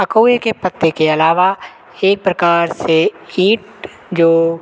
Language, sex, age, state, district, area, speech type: Hindi, male, 30-45, Madhya Pradesh, Hoshangabad, rural, spontaneous